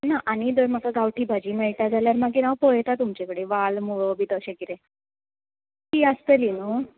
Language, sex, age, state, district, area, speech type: Goan Konkani, female, 30-45, Goa, Tiswadi, rural, conversation